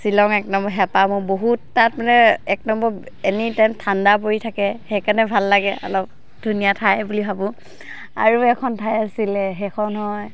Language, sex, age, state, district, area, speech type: Assamese, female, 18-30, Assam, Dhemaji, urban, spontaneous